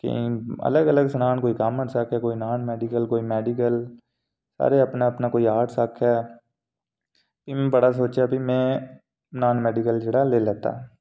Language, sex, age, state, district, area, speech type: Dogri, male, 18-30, Jammu and Kashmir, Reasi, urban, spontaneous